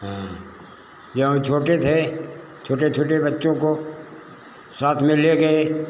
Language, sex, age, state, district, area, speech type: Hindi, male, 60+, Uttar Pradesh, Lucknow, rural, spontaneous